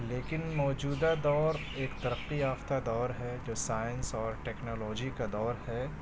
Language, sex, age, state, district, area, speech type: Urdu, male, 45-60, Delhi, Central Delhi, urban, spontaneous